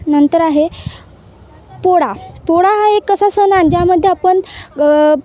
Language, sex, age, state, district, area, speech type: Marathi, female, 18-30, Maharashtra, Wardha, rural, spontaneous